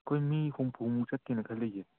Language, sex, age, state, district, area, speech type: Manipuri, male, 18-30, Manipur, Churachandpur, rural, conversation